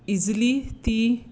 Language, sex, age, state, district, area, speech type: Goan Konkani, female, 30-45, Goa, Tiswadi, rural, spontaneous